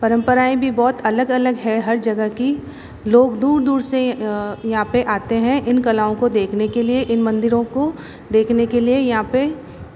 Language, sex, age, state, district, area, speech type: Hindi, female, 60+, Rajasthan, Jodhpur, urban, spontaneous